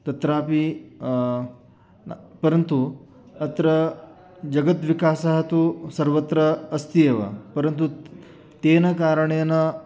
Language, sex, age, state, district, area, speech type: Sanskrit, male, 30-45, Maharashtra, Sangli, urban, spontaneous